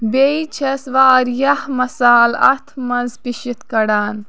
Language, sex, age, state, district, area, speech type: Kashmiri, female, 18-30, Jammu and Kashmir, Kulgam, rural, spontaneous